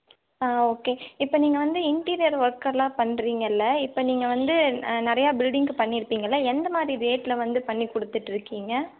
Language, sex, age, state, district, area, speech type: Tamil, female, 18-30, Tamil Nadu, Tiruppur, urban, conversation